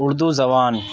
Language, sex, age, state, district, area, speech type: Urdu, male, 30-45, Uttar Pradesh, Ghaziabad, urban, spontaneous